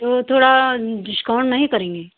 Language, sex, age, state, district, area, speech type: Hindi, female, 60+, Uttar Pradesh, Hardoi, rural, conversation